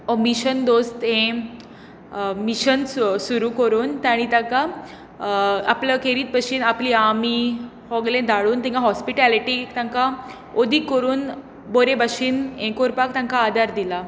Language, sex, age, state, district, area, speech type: Goan Konkani, female, 18-30, Goa, Tiswadi, rural, spontaneous